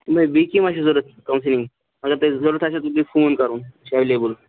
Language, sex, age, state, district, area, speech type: Kashmiri, male, 18-30, Jammu and Kashmir, Baramulla, urban, conversation